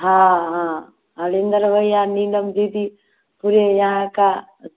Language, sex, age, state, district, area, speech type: Hindi, female, 30-45, Bihar, Vaishali, rural, conversation